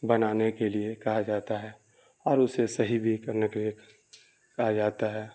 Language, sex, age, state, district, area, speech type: Urdu, male, 18-30, Bihar, Darbhanga, rural, spontaneous